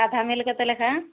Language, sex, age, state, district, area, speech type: Odia, female, 45-60, Odisha, Angul, rural, conversation